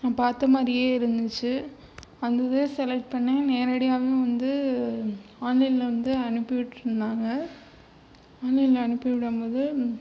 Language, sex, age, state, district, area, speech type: Tamil, female, 18-30, Tamil Nadu, Tiruchirappalli, rural, spontaneous